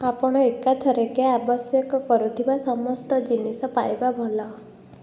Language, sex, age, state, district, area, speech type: Odia, female, 30-45, Odisha, Puri, urban, read